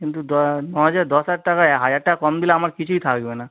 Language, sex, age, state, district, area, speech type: Bengali, male, 30-45, West Bengal, Howrah, urban, conversation